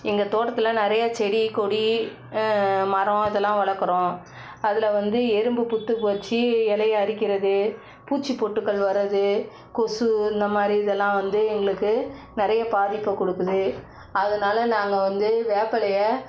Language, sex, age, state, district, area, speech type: Tamil, female, 45-60, Tamil Nadu, Cuddalore, rural, spontaneous